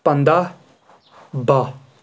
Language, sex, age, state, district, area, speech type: Kashmiri, male, 18-30, Jammu and Kashmir, Kulgam, rural, spontaneous